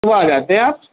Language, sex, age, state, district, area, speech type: Urdu, male, 30-45, Telangana, Hyderabad, urban, conversation